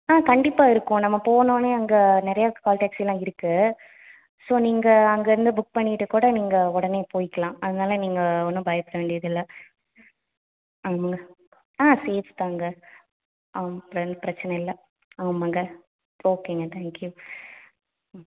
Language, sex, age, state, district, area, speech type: Tamil, female, 18-30, Tamil Nadu, Tiruppur, rural, conversation